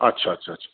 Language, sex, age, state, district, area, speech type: Dogri, male, 30-45, Jammu and Kashmir, Reasi, urban, conversation